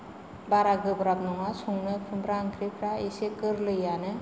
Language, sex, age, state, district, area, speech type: Bodo, female, 45-60, Assam, Kokrajhar, rural, spontaneous